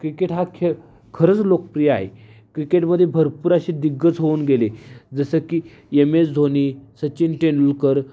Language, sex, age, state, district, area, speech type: Marathi, male, 18-30, Maharashtra, Satara, urban, spontaneous